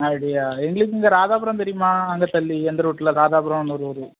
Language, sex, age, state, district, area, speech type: Tamil, male, 18-30, Tamil Nadu, Tirunelveli, rural, conversation